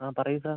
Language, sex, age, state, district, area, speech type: Malayalam, male, 18-30, Kerala, Kollam, rural, conversation